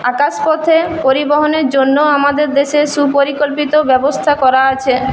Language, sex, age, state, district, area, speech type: Bengali, female, 18-30, West Bengal, Purulia, urban, spontaneous